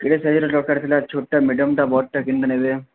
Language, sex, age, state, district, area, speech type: Odia, male, 45-60, Odisha, Nuapada, urban, conversation